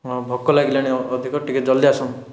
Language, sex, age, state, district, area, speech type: Odia, male, 18-30, Odisha, Rayagada, urban, spontaneous